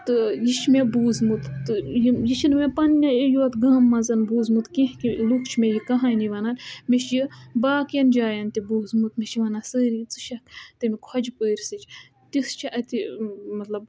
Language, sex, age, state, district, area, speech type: Kashmiri, female, 18-30, Jammu and Kashmir, Budgam, rural, spontaneous